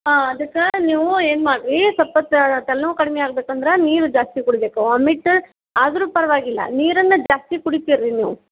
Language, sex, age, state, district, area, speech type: Kannada, female, 30-45, Karnataka, Gadag, rural, conversation